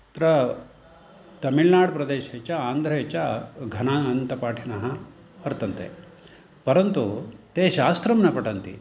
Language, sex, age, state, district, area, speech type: Sanskrit, male, 60+, Karnataka, Uttara Kannada, rural, spontaneous